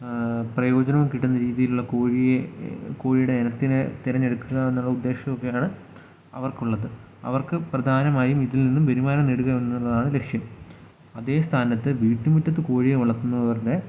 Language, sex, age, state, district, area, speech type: Malayalam, male, 18-30, Kerala, Kottayam, rural, spontaneous